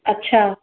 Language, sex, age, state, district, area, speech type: Hindi, female, 60+, Rajasthan, Jaipur, urban, conversation